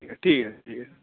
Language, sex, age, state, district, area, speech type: Urdu, male, 18-30, Uttar Pradesh, Balrampur, rural, conversation